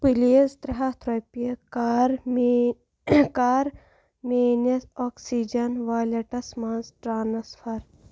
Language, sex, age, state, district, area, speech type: Kashmiri, female, 18-30, Jammu and Kashmir, Baramulla, rural, read